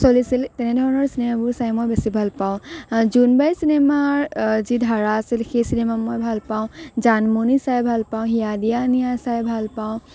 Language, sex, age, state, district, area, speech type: Assamese, female, 18-30, Assam, Morigaon, rural, spontaneous